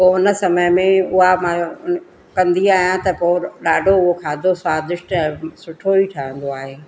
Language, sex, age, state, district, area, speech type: Sindhi, female, 45-60, Madhya Pradesh, Katni, urban, spontaneous